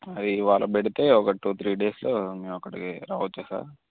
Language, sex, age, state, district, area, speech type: Telugu, male, 18-30, Andhra Pradesh, Guntur, urban, conversation